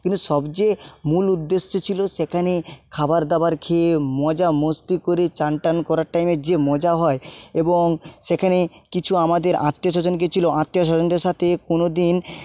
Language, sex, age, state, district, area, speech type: Bengali, male, 30-45, West Bengal, Jhargram, rural, spontaneous